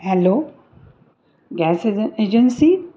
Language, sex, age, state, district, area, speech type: Marathi, female, 60+, Maharashtra, Pune, urban, spontaneous